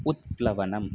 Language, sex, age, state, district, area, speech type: Sanskrit, male, 30-45, Tamil Nadu, Chennai, urban, read